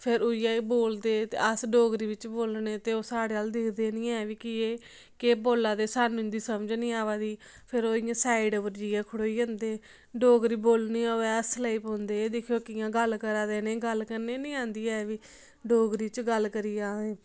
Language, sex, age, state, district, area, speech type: Dogri, female, 18-30, Jammu and Kashmir, Samba, rural, spontaneous